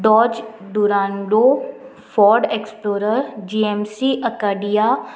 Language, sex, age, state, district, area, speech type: Goan Konkani, female, 18-30, Goa, Murmgao, urban, spontaneous